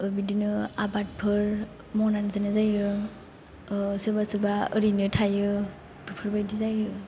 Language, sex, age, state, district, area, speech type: Bodo, female, 18-30, Assam, Chirang, rural, spontaneous